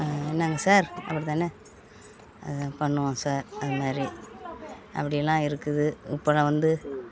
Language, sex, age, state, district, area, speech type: Tamil, female, 60+, Tamil Nadu, Perambalur, rural, spontaneous